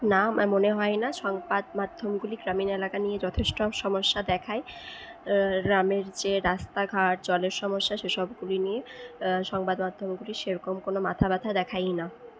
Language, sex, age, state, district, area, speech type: Bengali, female, 30-45, West Bengal, Purulia, rural, spontaneous